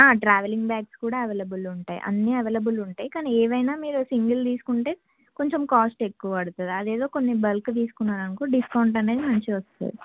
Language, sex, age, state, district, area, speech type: Telugu, female, 18-30, Telangana, Ranga Reddy, urban, conversation